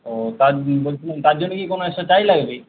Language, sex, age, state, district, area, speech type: Bengali, male, 18-30, West Bengal, Uttar Dinajpur, rural, conversation